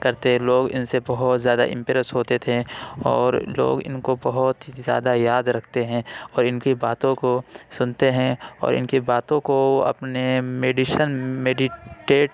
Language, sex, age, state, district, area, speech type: Urdu, male, 30-45, Uttar Pradesh, Lucknow, urban, spontaneous